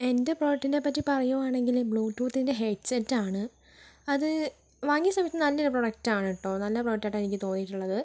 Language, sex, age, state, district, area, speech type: Malayalam, female, 18-30, Kerala, Wayanad, rural, spontaneous